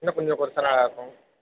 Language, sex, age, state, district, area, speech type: Tamil, male, 18-30, Tamil Nadu, Perambalur, urban, conversation